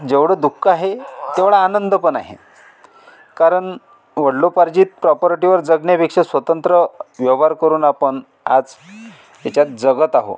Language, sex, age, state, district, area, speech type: Marathi, male, 45-60, Maharashtra, Amravati, rural, spontaneous